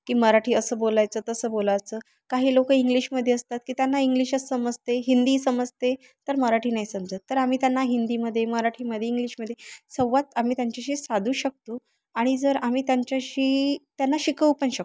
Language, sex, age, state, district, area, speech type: Marathi, female, 30-45, Maharashtra, Thane, urban, spontaneous